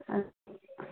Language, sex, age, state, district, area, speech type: Manipuri, female, 45-60, Manipur, Churachandpur, urban, conversation